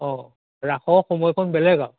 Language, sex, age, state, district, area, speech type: Assamese, male, 60+, Assam, Majuli, urban, conversation